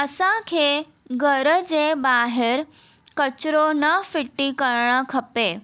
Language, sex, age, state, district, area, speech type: Sindhi, female, 18-30, Maharashtra, Mumbai Suburban, urban, spontaneous